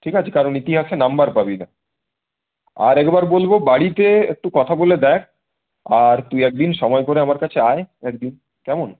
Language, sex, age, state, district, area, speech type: Bengali, male, 18-30, West Bengal, Purulia, urban, conversation